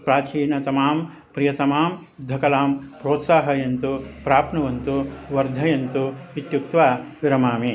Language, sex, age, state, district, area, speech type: Sanskrit, male, 60+, Karnataka, Mandya, rural, spontaneous